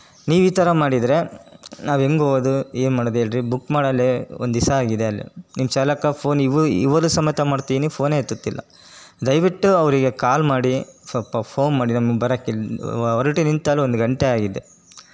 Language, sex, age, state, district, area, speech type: Kannada, male, 30-45, Karnataka, Chitradurga, rural, spontaneous